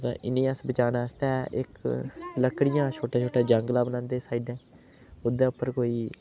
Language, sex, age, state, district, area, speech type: Dogri, male, 18-30, Jammu and Kashmir, Udhampur, rural, spontaneous